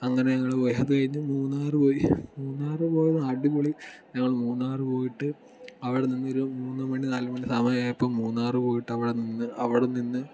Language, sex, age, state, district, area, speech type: Malayalam, male, 18-30, Kerala, Kottayam, rural, spontaneous